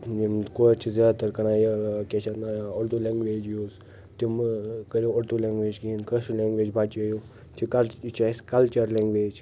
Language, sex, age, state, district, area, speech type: Kashmiri, male, 18-30, Jammu and Kashmir, Srinagar, urban, spontaneous